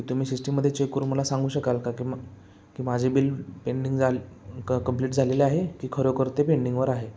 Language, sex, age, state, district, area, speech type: Marathi, male, 18-30, Maharashtra, Sangli, urban, spontaneous